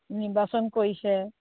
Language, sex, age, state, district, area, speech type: Assamese, female, 45-60, Assam, Sivasagar, rural, conversation